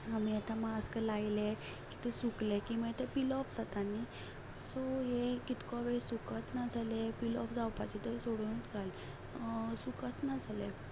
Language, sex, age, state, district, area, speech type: Goan Konkani, female, 18-30, Goa, Ponda, rural, spontaneous